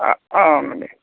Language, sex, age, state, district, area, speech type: Telugu, male, 30-45, Telangana, Nagarkurnool, urban, conversation